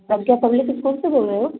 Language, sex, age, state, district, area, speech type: Hindi, female, 30-45, Madhya Pradesh, Gwalior, rural, conversation